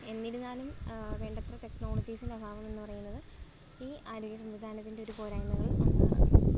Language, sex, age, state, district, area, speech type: Malayalam, female, 18-30, Kerala, Idukki, rural, spontaneous